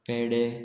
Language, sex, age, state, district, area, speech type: Goan Konkani, male, 18-30, Goa, Murmgao, rural, spontaneous